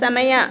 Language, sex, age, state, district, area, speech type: Kannada, female, 60+, Karnataka, Bangalore Rural, rural, read